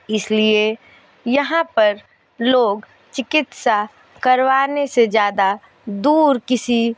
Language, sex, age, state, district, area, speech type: Hindi, female, 45-60, Uttar Pradesh, Sonbhadra, rural, spontaneous